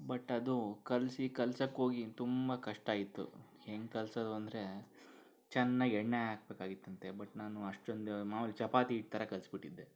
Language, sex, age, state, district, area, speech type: Kannada, male, 45-60, Karnataka, Bangalore Urban, urban, spontaneous